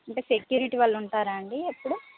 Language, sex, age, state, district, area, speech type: Telugu, female, 30-45, Telangana, Hanamkonda, urban, conversation